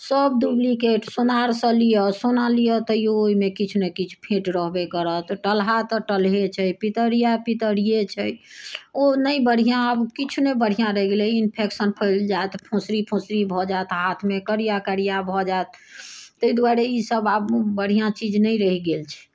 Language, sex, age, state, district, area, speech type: Maithili, female, 60+, Bihar, Sitamarhi, rural, spontaneous